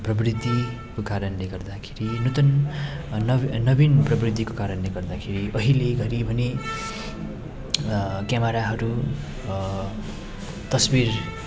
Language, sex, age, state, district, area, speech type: Nepali, male, 30-45, West Bengal, Darjeeling, rural, spontaneous